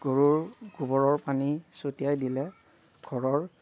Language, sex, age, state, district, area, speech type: Assamese, male, 30-45, Assam, Darrang, rural, spontaneous